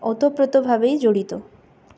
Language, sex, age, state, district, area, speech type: Bengali, female, 60+, West Bengal, Purulia, urban, spontaneous